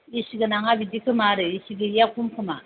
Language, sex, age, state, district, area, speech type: Bodo, female, 30-45, Assam, Kokrajhar, rural, conversation